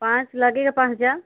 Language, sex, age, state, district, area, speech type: Hindi, female, 30-45, Uttar Pradesh, Chandauli, rural, conversation